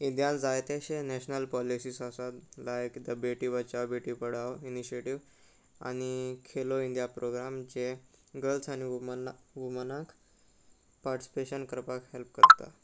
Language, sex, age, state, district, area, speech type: Goan Konkani, male, 18-30, Goa, Salcete, rural, spontaneous